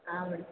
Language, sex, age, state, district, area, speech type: Kannada, female, 45-60, Karnataka, Chamarajanagar, rural, conversation